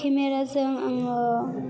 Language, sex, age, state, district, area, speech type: Bodo, female, 18-30, Assam, Chirang, rural, spontaneous